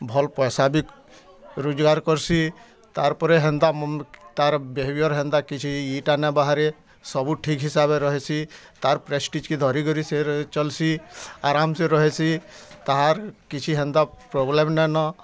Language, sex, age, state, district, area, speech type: Odia, male, 60+, Odisha, Bargarh, urban, spontaneous